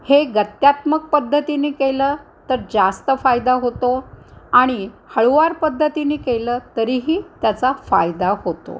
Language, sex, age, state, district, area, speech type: Marathi, female, 60+, Maharashtra, Nanded, urban, spontaneous